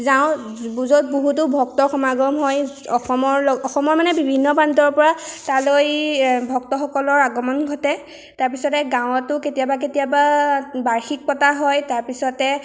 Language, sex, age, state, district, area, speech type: Assamese, female, 18-30, Assam, Jorhat, urban, spontaneous